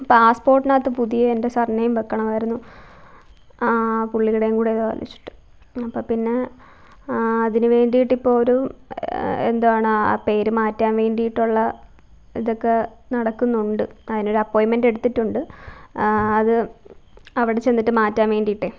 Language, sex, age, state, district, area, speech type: Malayalam, female, 18-30, Kerala, Alappuzha, rural, spontaneous